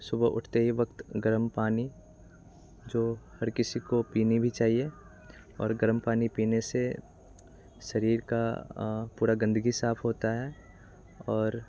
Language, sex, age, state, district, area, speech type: Hindi, male, 18-30, Bihar, Muzaffarpur, urban, spontaneous